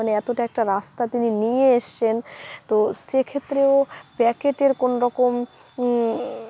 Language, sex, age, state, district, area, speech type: Bengali, female, 30-45, West Bengal, Malda, urban, spontaneous